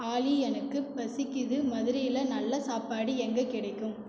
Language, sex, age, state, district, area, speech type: Tamil, female, 18-30, Tamil Nadu, Cuddalore, rural, read